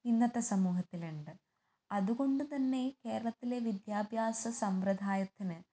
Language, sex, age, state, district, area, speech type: Malayalam, female, 18-30, Kerala, Kannur, urban, spontaneous